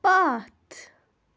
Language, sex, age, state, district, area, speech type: Kashmiri, female, 18-30, Jammu and Kashmir, Shopian, rural, read